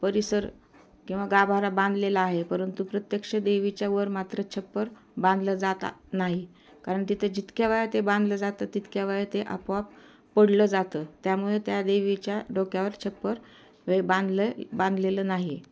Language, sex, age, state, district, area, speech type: Marathi, female, 60+, Maharashtra, Osmanabad, rural, spontaneous